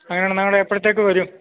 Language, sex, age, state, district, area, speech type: Malayalam, male, 45-60, Kerala, Idukki, rural, conversation